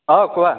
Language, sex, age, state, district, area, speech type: Assamese, male, 30-45, Assam, Biswanath, rural, conversation